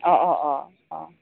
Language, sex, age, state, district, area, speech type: Bodo, female, 30-45, Assam, Baksa, rural, conversation